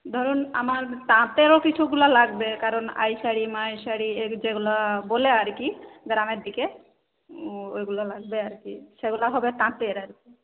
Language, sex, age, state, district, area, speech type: Bengali, female, 30-45, West Bengal, Jhargram, rural, conversation